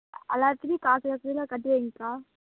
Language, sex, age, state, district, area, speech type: Tamil, female, 18-30, Tamil Nadu, Namakkal, rural, conversation